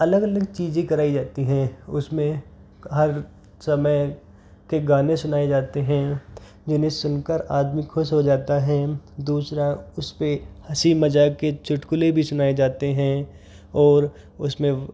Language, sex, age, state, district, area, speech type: Hindi, male, 30-45, Rajasthan, Jaipur, urban, spontaneous